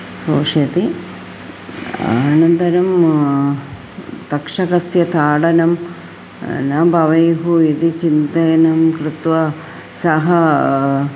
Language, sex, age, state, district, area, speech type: Sanskrit, female, 45-60, Kerala, Thiruvananthapuram, urban, spontaneous